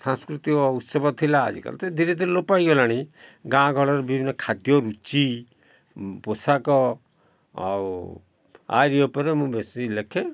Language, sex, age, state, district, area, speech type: Odia, male, 60+, Odisha, Kalahandi, rural, spontaneous